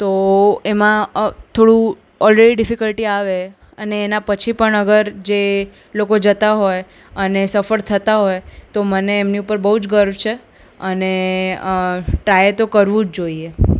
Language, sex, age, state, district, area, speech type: Gujarati, female, 18-30, Gujarat, Ahmedabad, urban, spontaneous